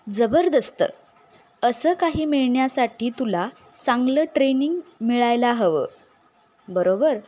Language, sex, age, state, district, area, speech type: Marathi, female, 18-30, Maharashtra, Satara, rural, read